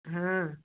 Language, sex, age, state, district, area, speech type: Hindi, female, 60+, Uttar Pradesh, Jaunpur, rural, conversation